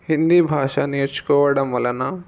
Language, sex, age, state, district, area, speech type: Telugu, male, 18-30, Telangana, Jangaon, urban, spontaneous